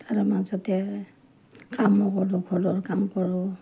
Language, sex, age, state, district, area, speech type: Assamese, female, 60+, Assam, Morigaon, rural, spontaneous